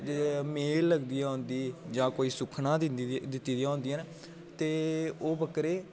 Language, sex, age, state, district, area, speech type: Dogri, male, 18-30, Jammu and Kashmir, Jammu, urban, spontaneous